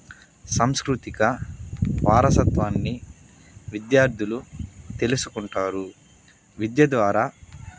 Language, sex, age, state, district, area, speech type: Telugu, male, 18-30, Andhra Pradesh, Sri Balaji, rural, spontaneous